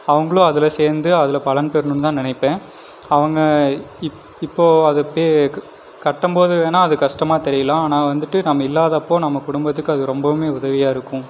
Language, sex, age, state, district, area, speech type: Tamil, male, 18-30, Tamil Nadu, Erode, rural, spontaneous